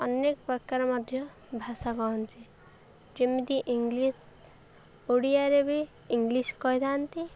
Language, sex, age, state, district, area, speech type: Odia, female, 18-30, Odisha, Koraput, urban, spontaneous